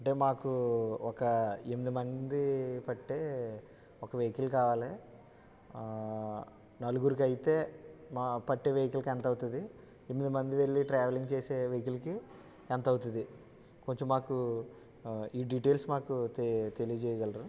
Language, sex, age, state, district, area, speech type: Telugu, male, 30-45, Andhra Pradesh, West Godavari, rural, spontaneous